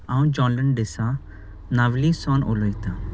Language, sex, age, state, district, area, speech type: Goan Konkani, male, 30-45, Goa, Salcete, rural, spontaneous